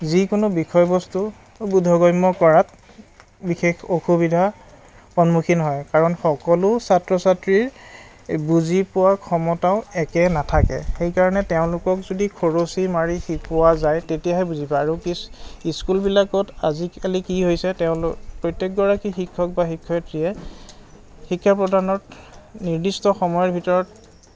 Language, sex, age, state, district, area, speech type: Assamese, male, 30-45, Assam, Goalpara, urban, spontaneous